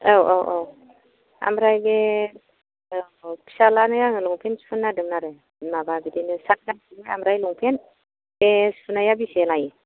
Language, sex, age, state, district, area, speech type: Bodo, female, 45-60, Assam, Kokrajhar, rural, conversation